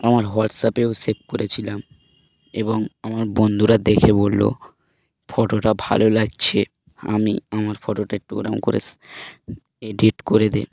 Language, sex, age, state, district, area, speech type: Bengali, male, 18-30, West Bengal, Dakshin Dinajpur, urban, spontaneous